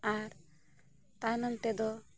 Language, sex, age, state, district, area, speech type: Santali, female, 18-30, Jharkhand, Bokaro, rural, spontaneous